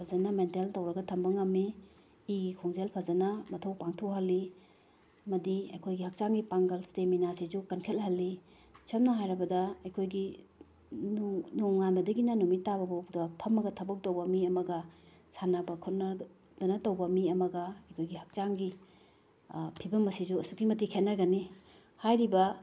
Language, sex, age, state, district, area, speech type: Manipuri, female, 30-45, Manipur, Bishnupur, rural, spontaneous